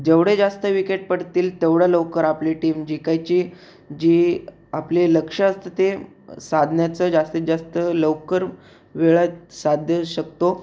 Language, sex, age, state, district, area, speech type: Marathi, male, 18-30, Maharashtra, Raigad, rural, spontaneous